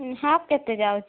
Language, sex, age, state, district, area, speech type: Odia, female, 18-30, Odisha, Kandhamal, rural, conversation